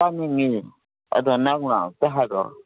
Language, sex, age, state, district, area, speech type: Manipuri, female, 60+, Manipur, Kangpokpi, urban, conversation